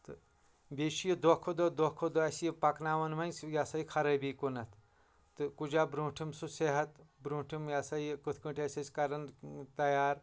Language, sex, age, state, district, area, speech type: Kashmiri, male, 30-45, Jammu and Kashmir, Anantnag, rural, spontaneous